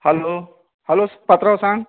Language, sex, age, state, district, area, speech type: Goan Konkani, male, 30-45, Goa, Ponda, rural, conversation